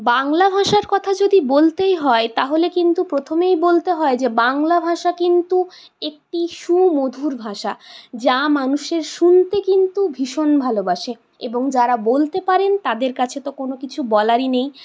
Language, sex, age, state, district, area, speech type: Bengali, female, 60+, West Bengal, Purulia, urban, spontaneous